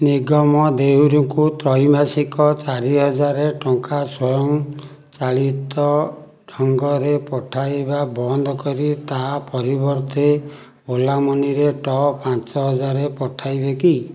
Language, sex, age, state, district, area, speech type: Odia, male, 60+, Odisha, Jajpur, rural, read